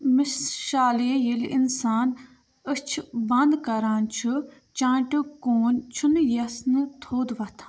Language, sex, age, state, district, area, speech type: Kashmiri, female, 18-30, Jammu and Kashmir, Budgam, rural, read